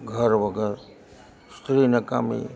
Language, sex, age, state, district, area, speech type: Gujarati, male, 60+, Gujarat, Rajkot, urban, spontaneous